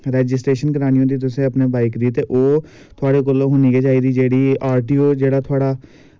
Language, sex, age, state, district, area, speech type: Dogri, male, 18-30, Jammu and Kashmir, Samba, urban, spontaneous